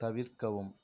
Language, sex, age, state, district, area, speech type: Tamil, female, 18-30, Tamil Nadu, Dharmapuri, rural, read